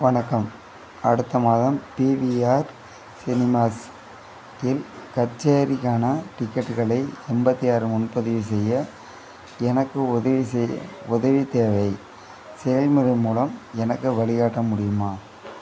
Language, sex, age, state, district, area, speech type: Tamil, male, 30-45, Tamil Nadu, Madurai, rural, read